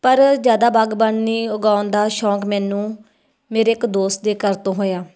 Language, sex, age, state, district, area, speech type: Punjabi, female, 30-45, Punjab, Tarn Taran, rural, spontaneous